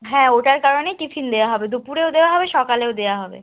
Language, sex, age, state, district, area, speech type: Bengali, female, 18-30, West Bengal, Cooch Behar, urban, conversation